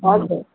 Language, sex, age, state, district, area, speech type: Nepali, female, 45-60, West Bengal, Jalpaiguri, urban, conversation